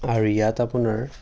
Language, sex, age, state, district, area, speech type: Assamese, male, 18-30, Assam, Sonitpur, rural, spontaneous